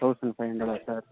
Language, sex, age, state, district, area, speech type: Tamil, male, 18-30, Tamil Nadu, Vellore, rural, conversation